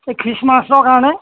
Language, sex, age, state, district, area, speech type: Assamese, male, 60+, Assam, Golaghat, rural, conversation